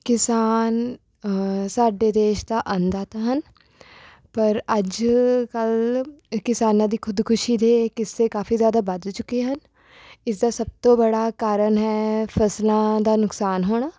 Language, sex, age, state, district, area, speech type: Punjabi, female, 18-30, Punjab, Rupnagar, urban, spontaneous